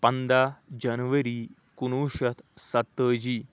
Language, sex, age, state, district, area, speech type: Kashmiri, male, 30-45, Jammu and Kashmir, Anantnag, rural, spontaneous